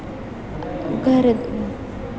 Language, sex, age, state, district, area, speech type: Gujarati, female, 18-30, Gujarat, Valsad, rural, spontaneous